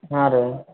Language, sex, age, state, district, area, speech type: Kannada, male, 18-30, Karnataka, Gulbarga, urban, conversation